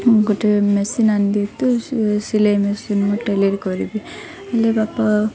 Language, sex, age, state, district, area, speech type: Odia, female, 18-30, Odisha, Malkangiri, urban, spontaneous